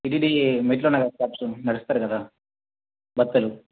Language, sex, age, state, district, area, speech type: Telugu, male, 45-60, Andhra Pradesh, Vizianagaram, rural, conversation